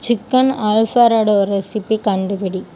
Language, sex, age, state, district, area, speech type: Tamil, female, 18-30, Tamil Nadu, Mayiladuthurai, rural, read